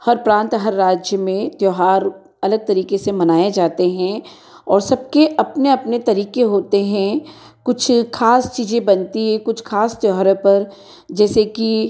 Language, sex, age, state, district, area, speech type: Hindi, female, 45-60, Madhya Pradesh, Ujjain, urban, spontaneous